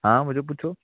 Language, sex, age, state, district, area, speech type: Punjabi, male, 18-30, Punjab, Hoshiarpur, urban, conversation